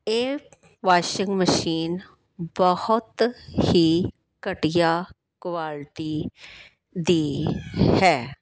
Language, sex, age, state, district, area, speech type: Punjabi, female, 45-60, Punjab, Tarn Taran, urban, spontaneous